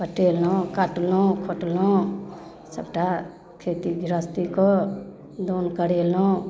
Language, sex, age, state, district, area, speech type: Maithili, female, 45-60, Bihar, Darbhanga, urban, spontaneous